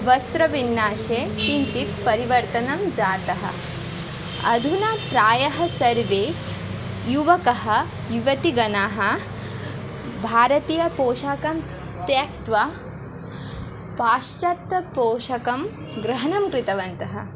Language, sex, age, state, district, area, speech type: Sanskrit, female, 18-30, West Bengal, Jalpaiguri, urban, spontaneous